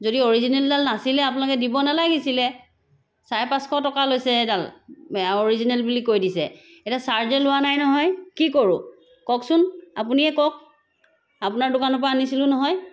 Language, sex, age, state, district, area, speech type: Assamese, female, 30-45, Assam, Sivasagar, rural, spontaneous